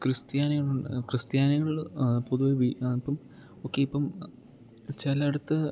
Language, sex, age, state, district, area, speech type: Malayalam, male, 18-30, Kerala, Idukki, rural, spontaneous